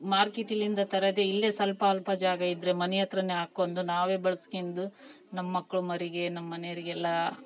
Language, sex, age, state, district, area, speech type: Kannada, female, 30-45, Karnataka, Vijayanagara, rural, spontaneous